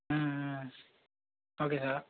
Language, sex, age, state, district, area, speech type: Tamil, male, 30-45, Tamil Nadu, Tiruchirappalli, rural, conversation